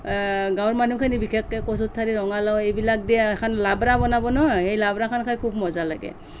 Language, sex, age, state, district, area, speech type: Assamese, female, 45-60, Assam, Nalbari, rural, spontaneous